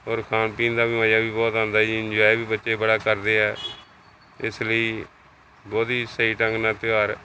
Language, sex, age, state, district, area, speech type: Punjabi, male, 60+, Punjab, Pathankot, urban, spontaneous